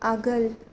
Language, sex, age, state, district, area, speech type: Bodo, female, 18-30, Assam, Kokrajhar, rural, read